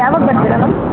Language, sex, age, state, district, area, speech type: Kannada, female, 30-45, Karnataka, Hassan, urban, conversation